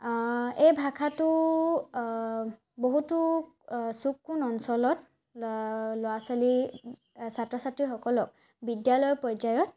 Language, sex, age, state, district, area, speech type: Assamese, female, 18-30, Assam, Charaideo, urban, spontaneous